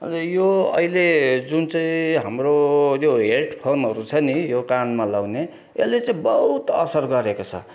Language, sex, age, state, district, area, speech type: Nepali, male, 60+, West Bengal, Kalimpong, rural, spontaneous